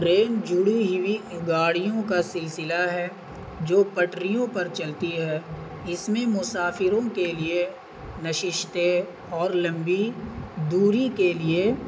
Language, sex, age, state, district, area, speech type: Urdu, male, 18-30, Bihar, Gaya, urban, spontaneous